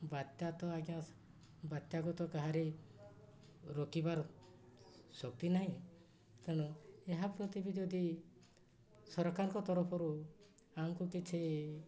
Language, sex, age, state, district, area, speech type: Odia, male, 60+, Odisha, Mayurbhanj, rural, spontaneous